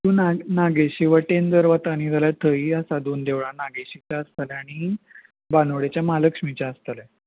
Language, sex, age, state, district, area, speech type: Goan Konkani, male, 18-30, Goa, Ponda, rural, conversation